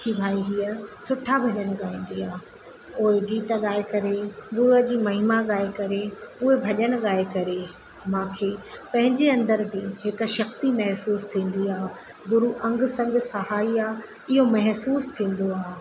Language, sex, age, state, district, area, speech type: Sindhi, female, 30-45, Madhya Pradesh, Katni, urban, spontaneous